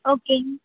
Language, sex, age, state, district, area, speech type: Tamil, female, 18-30, Tamil Nadu, Tiruvannamalai, urban, conversation